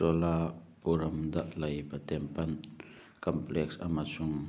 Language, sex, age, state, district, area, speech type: Manipuri, male, 60+, Manipur, Churachandpur, urban, read